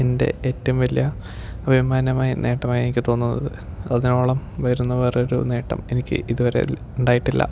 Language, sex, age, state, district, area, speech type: Malayalam, male, 18-30, Kerala, Palakkad, rural, spontaneous